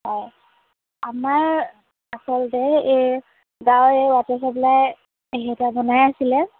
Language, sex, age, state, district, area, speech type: Assamese, female, 30-45, Assam, Majuli, urban, conversation